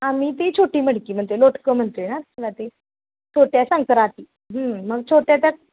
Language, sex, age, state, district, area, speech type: Marathi, female, 30-45, Maharashtra, Kolhapur, rural, conversation